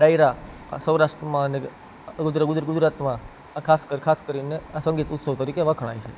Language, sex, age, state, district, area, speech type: Gujarati, male, 18-30, Gujarat, Rajkot, urban, spontaneous